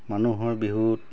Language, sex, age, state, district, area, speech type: Assamese, male, 45-60, Assam, Tinsukia, rural, spontaneous